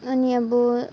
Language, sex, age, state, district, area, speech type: Nepali, female, 18-30, West Bengal, Kalimpong, rural, spontaneous